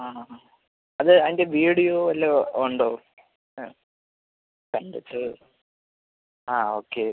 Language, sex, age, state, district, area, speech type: Malayalam, male, 18-30, Kerala, Kollam, rural, conversation